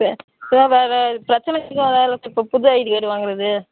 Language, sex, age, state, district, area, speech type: Tamil, male, 18-30, Tamil Nadu, Tiruchirappalli, rural, conversation